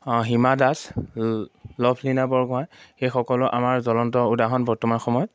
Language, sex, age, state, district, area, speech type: Assamese, male, 18-30, Assam, Majuli, urban, spontaneous